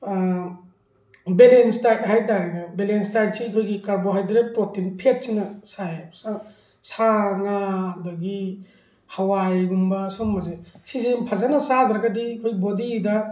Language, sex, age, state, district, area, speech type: Manipuri, male, 45-60, Manipur, Thoubal, rural, spontaneous